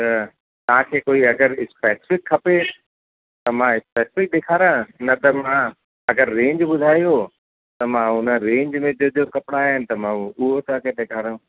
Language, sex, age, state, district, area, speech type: Sindhi, male, 45-60, Uttar Pradesh, Lucknow, rural, conversation